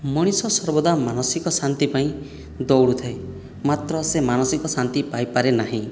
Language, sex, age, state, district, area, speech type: Odia, male, 18-30, Odisha, Boudh, rural, spontaneous